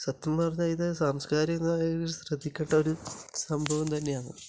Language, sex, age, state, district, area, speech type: Malayalam, male, 30-45, Kerala, Kasaragod, urban, spontaneous